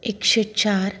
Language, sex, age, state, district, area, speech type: Goan Konkani, female, 30-45, Goa, Canacona, urban, spontaneous